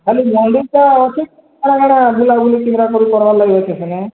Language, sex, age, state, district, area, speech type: Odia, male, 30-45, Odisha, Boudh, rural, conversation